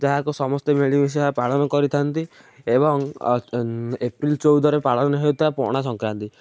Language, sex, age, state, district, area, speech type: Odia, male, 18-30, Odisha, Kendujhar, urban, spontaneous